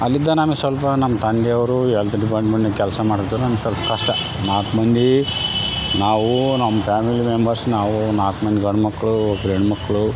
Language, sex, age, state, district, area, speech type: Kannada, male, 45-60, Karnataka, Bellary, rural, spontaneous